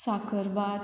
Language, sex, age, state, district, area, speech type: Goan Konkani, female, 18-30, Goa, Murmgao, urban, spontaneous